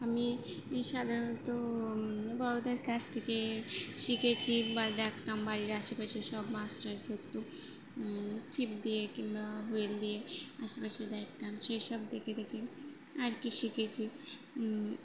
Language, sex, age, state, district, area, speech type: Bengali, female, 18-30, West Bengal, Birbhum, urban, spontaneous